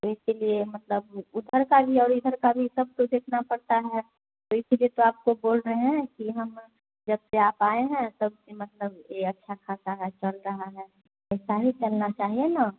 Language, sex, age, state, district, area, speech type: Hindi, female, 30-45, Bihar, Samastipur, rural, conversation